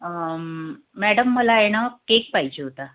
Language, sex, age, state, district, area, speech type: Marathi, female, 30-45, Maharashtra, Amravati, urban, conversation